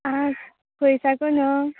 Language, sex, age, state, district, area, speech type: Goan Konkani, female, 18-30, Goa, Canacona, rural, conversation